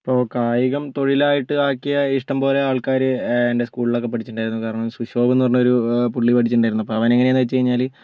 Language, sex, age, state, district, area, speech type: Malayalam, male, 30-45, Kerala, Kozhikode, urban, spontaneous